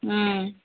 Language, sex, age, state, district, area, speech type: Bengali, female, 60+, West Bengal, Uttar Dinajpur, urban, conversation